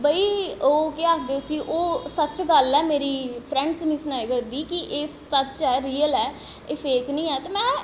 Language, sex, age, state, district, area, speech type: Dogri, female, 18-30, Jammu and Kashmir, Jammu, urban, spontaneous